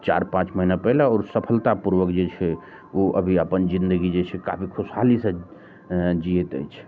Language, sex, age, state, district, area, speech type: Maithili, male, 45-60, Bihar, Araria, rural, spontaneous